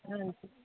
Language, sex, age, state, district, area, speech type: Punjabi, male, 45-60, Punjab, Pathankot, rural, conversation